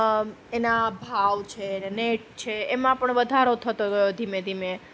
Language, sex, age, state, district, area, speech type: Gujarati, female, 30-45, Gujarat, Junagadh, urban, spontaneous